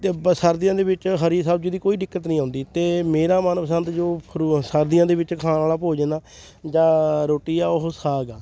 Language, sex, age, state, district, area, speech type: Punjabi, male, 30-45, Punjab, Fatehgarh Sahib, rural, spontaneous